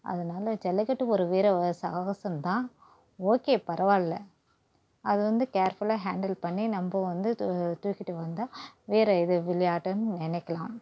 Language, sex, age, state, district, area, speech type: Tamil, female, 18-30, Tamil Nadu, Tiruvallur, urban, spontaneous